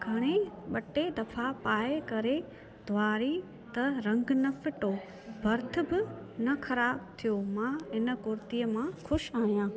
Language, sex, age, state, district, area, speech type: Sindhi, female, 30-45, Gujarat, Junagadh, rural, spontaneous